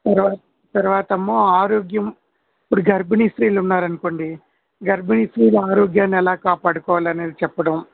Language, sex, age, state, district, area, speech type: Telugu, male, 45-60, Andhra Pradesh, Kurnool, urban, conversation